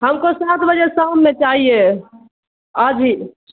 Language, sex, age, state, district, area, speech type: Urdu, female, 45-60, Bihar, Khagaria, rural, conversation